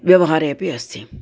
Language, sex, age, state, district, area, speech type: Sanskrit, female, 60+, Karnataka, Bangalore Urban, urban, spontaneous